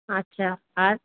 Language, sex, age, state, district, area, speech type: Bengali, female, 30-45, West Bengal, Purba Bardhaman, urban, conversation